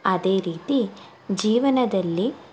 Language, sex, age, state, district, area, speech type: Kannada, female, 18-30, Karnataka, Davanagere, rural, spontaneous